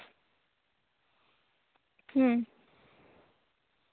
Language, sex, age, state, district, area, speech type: Santali, female, 18-30, West Bengal, Jhargram, rural, conversation